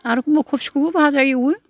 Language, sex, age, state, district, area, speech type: Bodo, female, 60+, Assam, Kokrajhar, rural, spontaneous